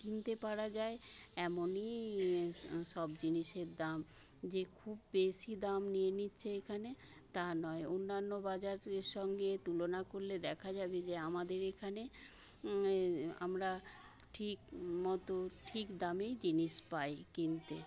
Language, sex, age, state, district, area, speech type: Bengali, female, 60+, West Bengal, Paschim Medinipur, urban, spontaneous